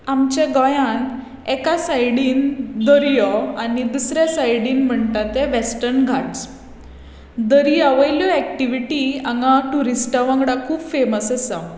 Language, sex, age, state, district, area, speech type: Goan Konkani, female, 18-30, Goa, Tiswadi, rural, spontaneous